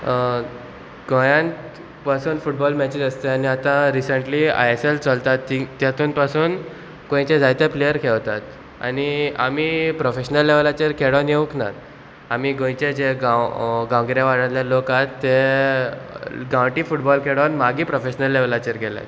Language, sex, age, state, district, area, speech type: Goan Konkani, male, 18-30, Goa, Murmgao, rural, spontaneous